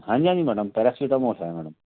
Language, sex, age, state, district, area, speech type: Hindi, male, 45-60, Madhya Pradesh, Jabalpur, urban, conversation